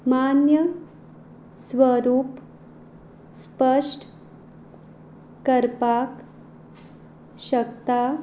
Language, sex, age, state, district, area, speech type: Goan Konkani, female, 30-45, Goa, Quepem, rural, read